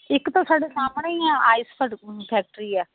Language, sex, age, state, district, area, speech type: Punjabi, female, 45-60, Punjab, Faridkot, urban, conversation